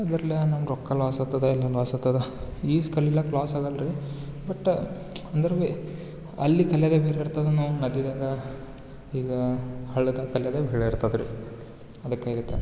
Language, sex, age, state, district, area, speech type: Kannada, male, 18-30, Karnataka, Gulbarga, urban, spontaneous